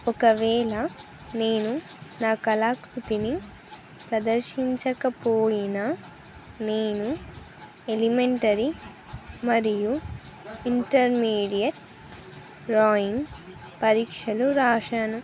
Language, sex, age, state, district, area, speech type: Telugu, female, 18-30, Andhra Pradesh, Sri Satya Sai, urban, spontaneous